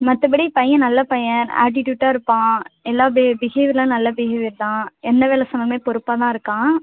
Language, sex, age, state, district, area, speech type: Tamil, female, 30-45, Tamil Nadu, Ariyalur, rural, conversation